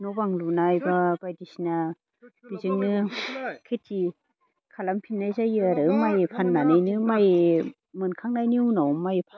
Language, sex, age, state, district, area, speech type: Bodo, female, 30-45, Assam, Baksa, rural, spontaneous